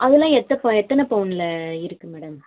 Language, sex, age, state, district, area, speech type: Tamil, female, 30-45, Tamil Nadu, Mayiladuthurai, urban, conversation